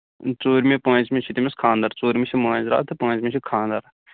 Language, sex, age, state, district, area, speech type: Kashmiri, male, 30-45, Jammu and Kashmir, Kulgam, rural, conversation